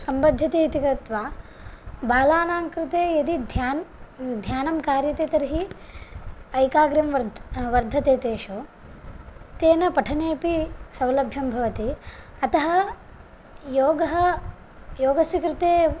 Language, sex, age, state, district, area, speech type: Sanskrit, female, 18-30, Karnataka, Bagalkot, rural, spontaneous